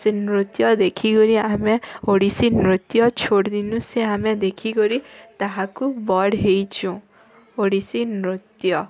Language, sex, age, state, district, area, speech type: Odia, female, 18-30, Odisha, Bargarh, urban, spontaneous